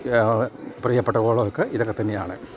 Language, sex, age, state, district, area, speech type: Malayalam, male, 60+, Kerala, Kottayam, rural, spontaneous